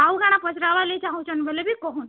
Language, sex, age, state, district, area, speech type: Odia, female, 60+, Odisha, Boudh, rural, conversation